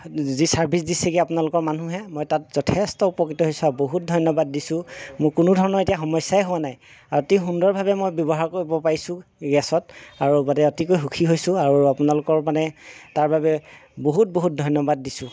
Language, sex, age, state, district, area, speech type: Assamese, male, 30-45, Assam, Golaghat, urban, spontaneous